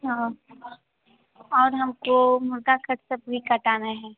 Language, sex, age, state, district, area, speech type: Hindi, female, 18-30, Bihar, Darbhanga, rural, conversation